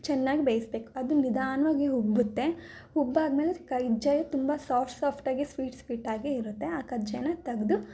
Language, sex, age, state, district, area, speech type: Kannada, female, 18-30, Karnataka, Mysore, urban, spontaneous